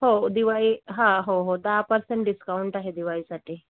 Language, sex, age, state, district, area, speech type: Marathi, female, 60+, Maharashtra, Yavatmal, rural, conversation